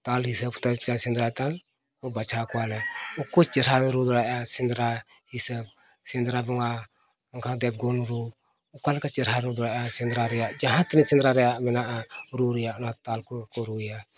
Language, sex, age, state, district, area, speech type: Santali, male, 45-60, Odisha, Mayurbhanj, rural, spontaneous